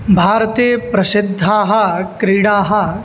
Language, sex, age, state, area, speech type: Sanskrit, male, 18-30, Uttar Pradesh, rural, spontaneous